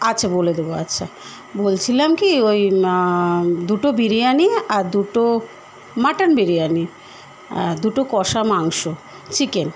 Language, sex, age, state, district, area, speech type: Bengali, female, 30-45, West Bengal, Kolkata, urban, spontaneous